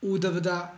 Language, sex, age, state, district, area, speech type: Manipuri, male, 18-30, Manipur, Bishnupur, rural, spontaneous